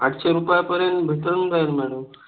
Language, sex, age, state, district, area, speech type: Marathi, male, 18-30, Maharashtra, Hingoli, urban, conversation